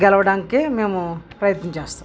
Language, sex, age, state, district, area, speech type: Telugu, male, 30-45, Andhra Pradesh, West Godavari, rural, spontaneous